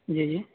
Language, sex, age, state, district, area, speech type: Urdu, male, 18-30, Uttar Pradesh, Saharanpur, urban, conversation